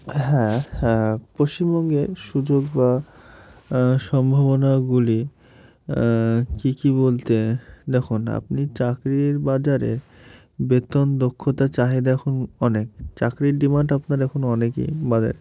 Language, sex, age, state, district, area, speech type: Bengali, male, 18-30, West Bengal, Murshidabad, urban, spontaneous